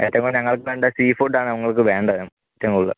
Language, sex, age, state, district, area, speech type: Malayalam, male, 18-30, Kerala, Kottayam, rural, conversation